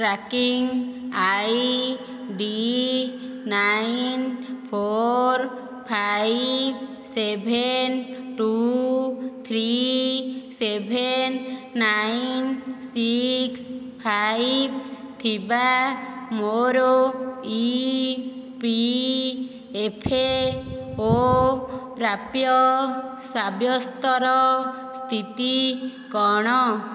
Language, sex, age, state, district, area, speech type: Odia, female, 60+, Odisha, Dhenkanal, rural, read